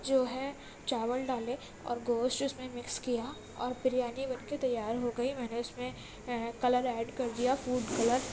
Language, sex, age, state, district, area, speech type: Urdu, female, 18-30, Uttar Pradesh, Gautam Buddha Nagar, urban, spontaneous